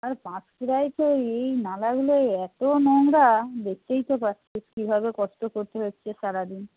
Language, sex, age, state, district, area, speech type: Bengali, female, 30-45, West Bengal, Purba Medinipur, rural, conversation